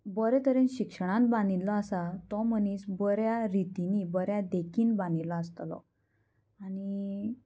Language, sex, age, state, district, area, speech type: Goan Konkani, female, 18-30, Goa, Murmgao, rural, spontaneous